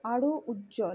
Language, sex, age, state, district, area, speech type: Bengali, female, 60+, West Bengal, Purba Bardhaman, rural, read